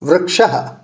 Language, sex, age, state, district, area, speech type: Sanskrit, male, 60+, Karnataka, Dakshina Kannada, urban, read